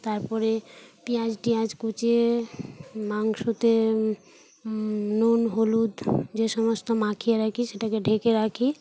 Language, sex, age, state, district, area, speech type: Bengali, female, 30-45, West Bengal, Paschim Medinipur, rural, spontaneous